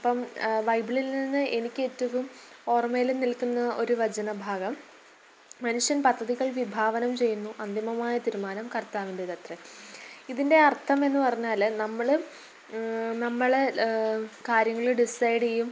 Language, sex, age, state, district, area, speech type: Malayalam, female, 18-30, Kerala, Pathanamthitta, rural, spontaneous